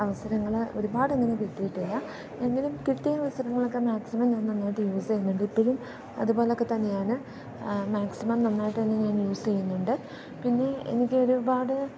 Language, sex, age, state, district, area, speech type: Malayalam, female, 18-30, Kerala, Idukki, rural, spontaneous